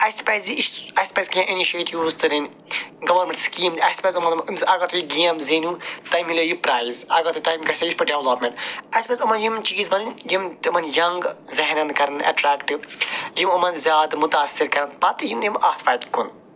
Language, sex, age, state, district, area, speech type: Kashmiri, male, 45-60, Jammu and Kashmir, Budgam, urban, spontaneous